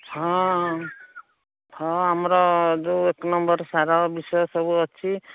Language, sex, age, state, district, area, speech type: Odia, female, 60+, Odisha, Jharsuguda, rural, conversation